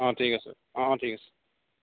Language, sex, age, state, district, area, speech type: Assamese, male, 30-45, Assam, Nagaon, rural, conversation